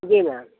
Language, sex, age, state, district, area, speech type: Hindi, female, 60+, Madhya Pradesh, Bhopal, urban, conversation